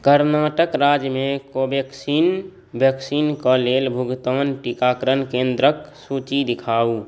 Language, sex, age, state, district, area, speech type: Maithili, male, 18-30, Bihar, Saharsa, rural, read